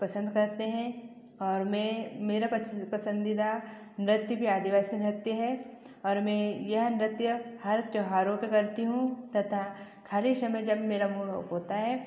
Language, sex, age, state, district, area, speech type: Hindi, female, 18-30, Madhya Pradesh, Betul, rural, spontaneous